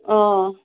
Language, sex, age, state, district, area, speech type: Assamese, female, 30-45, Assam, Morigaon, rural, conversation